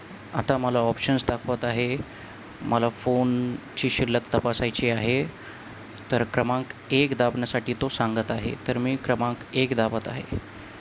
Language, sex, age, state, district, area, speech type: Marathi, male, 18-30, Maharashtra, Nanded, urban, spontaneous